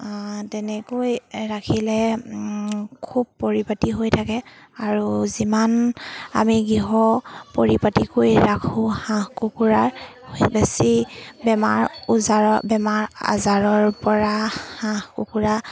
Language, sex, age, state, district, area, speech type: Assamese, female, 30-45, Assam, Sivasagar, rural, spontaneous